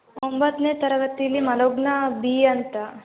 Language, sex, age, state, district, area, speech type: Kannada, female, 18-30, Karnataka, Chitradurga, urban, conversation